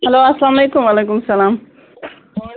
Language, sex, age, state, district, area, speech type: Kashmiri, female, 18-30, Jammu and Kashmir, Budgam, rural, conversation